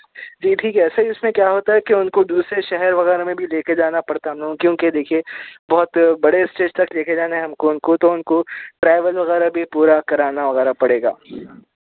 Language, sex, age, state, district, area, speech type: Urdu, male, 18-30, Telangana, Hyderabad, urban, conversation